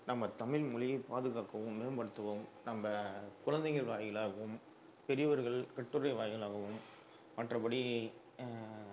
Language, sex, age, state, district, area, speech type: Tamil, male, 30-45, Tamil Nadu, Kallakurichi, urban, spontaneous